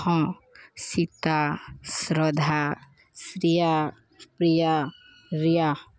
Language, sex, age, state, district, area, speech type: Odia, female, 18-30, Odisha, Balangir, urban, spontaneous